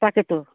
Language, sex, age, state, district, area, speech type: Assamese, female, 45-60, Assam, Goalpara, rural, conversation